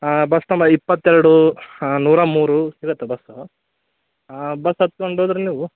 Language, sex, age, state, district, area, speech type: Kannada, male, 18-30, Karnataka, Davanagere, rural, conversation